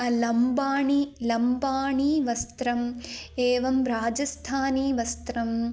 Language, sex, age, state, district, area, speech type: Sanskrit, female, 18-30, Karnataka, Chikkamagaluru, rural, spontaneous